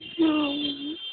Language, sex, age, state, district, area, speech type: Bengali, female, 18-30, West Bengal, Alipurduar, rural, conversation